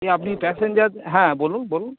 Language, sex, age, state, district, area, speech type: Bengali, male, 45-60, West Bengal, Dakshin Dinajpur, rural, conversation